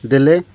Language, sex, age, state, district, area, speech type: Odia, male, 45-60, Odisha, Nabarangpur, rural, spontaneous